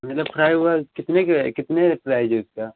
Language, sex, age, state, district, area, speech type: Hindi, male, 18-30, Uttar Pradesh, Chandauli, urban, conversation